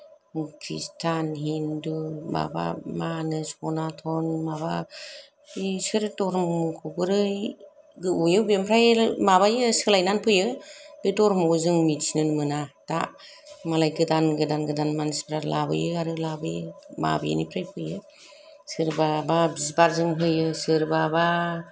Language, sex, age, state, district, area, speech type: Bodo, female, 30-45, Assam, Kokrajhar, urban, spontaneous